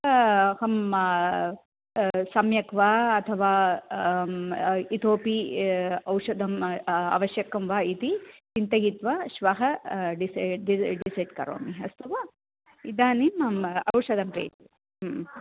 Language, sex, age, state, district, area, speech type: Sanskrit, female, 45-60, Tamil Nadu, Coimbatore, urban, conversation